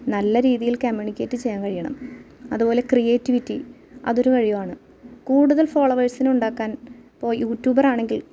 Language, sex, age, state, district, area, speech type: Malayalam, female, 30-45, Kerala, Ernakulam, rural, spontaneous